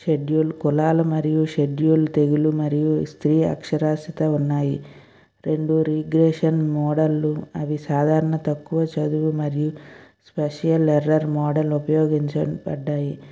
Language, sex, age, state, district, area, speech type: Telugu, female, 60+, Andhra Pradesh, Vizianagaram, rural, spontaneous